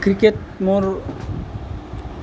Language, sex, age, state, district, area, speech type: Assamese, male, 18-30, Assam, Nalbari, rural, spontaneous